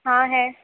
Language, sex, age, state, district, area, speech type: Urdu, female, 18-30, Uttar Pradesh, Gautam Buddha Nagar, rural, conversation